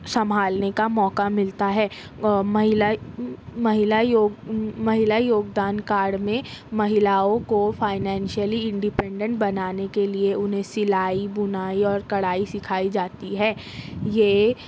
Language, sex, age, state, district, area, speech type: Urdu, female, 18-30, Maharashtra, Nashik, urban, spontaneous